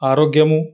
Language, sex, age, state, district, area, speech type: Telugu, male, 30-45, Telangana, Karimnagar, rural, spontaneous